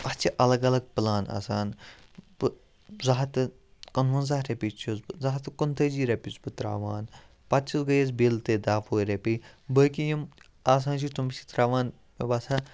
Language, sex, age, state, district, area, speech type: Kashmiri, male, 30-45, Jammu and Kashmir, Kupwara, rural, spontaneous